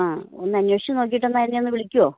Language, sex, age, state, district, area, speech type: Malayalam, female, 60+, Kerala, Idukki, rural, conversation